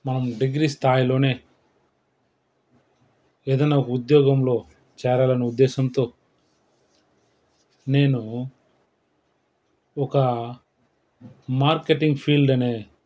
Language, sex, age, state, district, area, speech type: Telugu, male, 30-45, Andhra Pradesh, Chittoor, rural, spontaneous